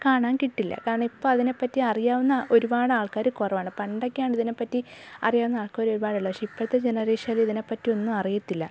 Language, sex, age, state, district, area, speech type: Malayalam, female, 18-30, Kerala, Thiruvananthapuram, rural, spontaneous